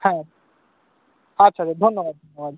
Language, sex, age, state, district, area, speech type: Bengali, male, 18-30, West Bengal, Purba Medinipur, rural, conversation